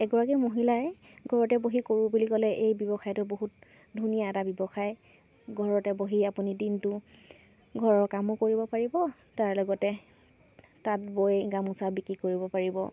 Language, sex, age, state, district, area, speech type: Assamese, female, 18-30, Assam, Sivasagar, rural, spontaneous